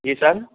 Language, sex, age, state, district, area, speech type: Urdu, male, 30-45, Delhi, Central Delhi, urban, conversation